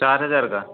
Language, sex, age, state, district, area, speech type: Hindi, male, 18-30, Madhya Pradesh, Ujjain, rural, conversation